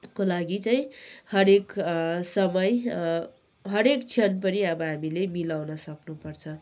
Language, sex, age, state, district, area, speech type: Nepali, female, 30-45, West Bengal, Kalimpong, rural, spontaneous